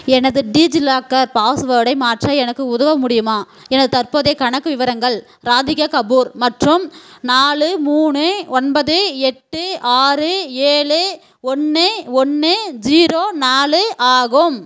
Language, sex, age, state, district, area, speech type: Tamil, female, 30-45, Tamil Nadu, Tirupattur, rural, read